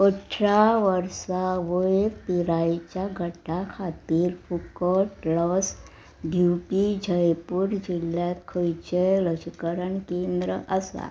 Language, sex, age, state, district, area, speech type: Goan Konkani, female, 45-60, Goa, Murmgao, urban, read